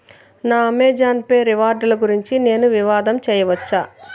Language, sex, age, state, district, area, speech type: Telugu, female, 45-60, Andhra Pradesh, Chittoor, rural, read